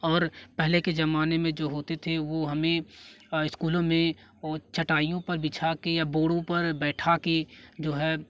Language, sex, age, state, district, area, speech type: Hindi, male, 18-30, Uttar Pradesh, Jaunpur, rural, spontaneous